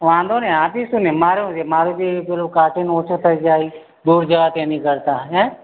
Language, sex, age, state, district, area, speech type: Gujarati, male, 45-60, Gujarat, Narmada, rural, conversation